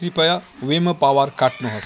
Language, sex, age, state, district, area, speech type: Nepali, male, 45-60, West Bengal, Jalpaiguri, rural, read